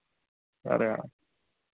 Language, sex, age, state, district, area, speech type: Hindi, male, 30-45, Madhya Pradesh, Harda, urban, conversation